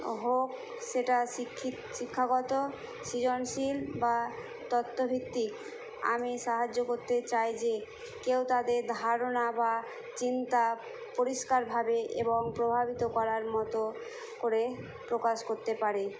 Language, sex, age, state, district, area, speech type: Bengali, female, 30-45, West Bengal, Murshidabad, rural, spontaneous